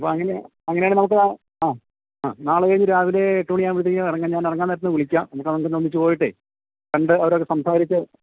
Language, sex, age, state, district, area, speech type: Malayalam, male, 60+, Kerala, Idukki, rural, conversation